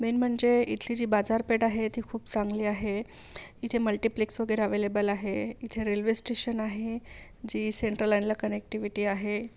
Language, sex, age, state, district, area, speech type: Marathi, female, 30-45, Maharashtra, Amravati, urban, spontaneous